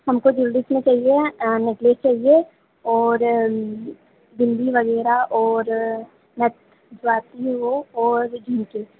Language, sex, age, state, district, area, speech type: Hindi, female, 30-45, Madhya Pradesh, Harda, urban, conversation